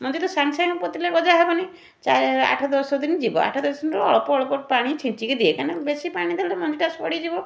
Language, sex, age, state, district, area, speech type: Odia, female, 45-60, Odisha, Puri, urban, spontaneous